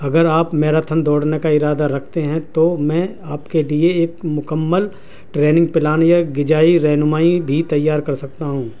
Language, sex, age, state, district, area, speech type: Urdu, male, 60+, Delhi, South Delhi, urban, spontaneous